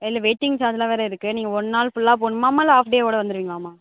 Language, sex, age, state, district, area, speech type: Tamil, female, 18-30, Tamil Nadu, Thanjavur, urban, conversation